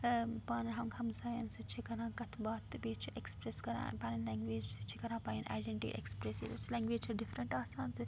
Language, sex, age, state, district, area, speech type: Kashmiri, female, 18-30, Jammu and Kashmir, Srinagar, rural, spontaneous